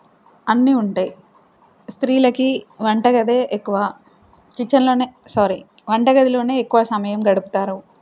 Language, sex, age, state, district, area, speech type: Telugu, female, 30-45, Telangana, Peddapalli, rural, spontaneous